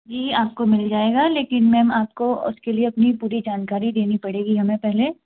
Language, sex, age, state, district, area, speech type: Hindi, female, 18-30, Madhya Pradesh, Gwalior, rural, conversation